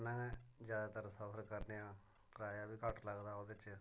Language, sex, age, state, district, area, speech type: Dogri, male, 45-60, Jammu and Kashmir, Reasi, rural, spontaneous